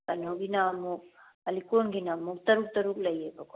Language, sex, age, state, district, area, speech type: Manipuri, female, 30-45, Manipur, Kangpokpi, urban, conversation